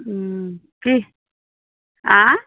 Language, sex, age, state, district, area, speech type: Maithili, female, 45-60, Bihar, Madhepura, rural, conversation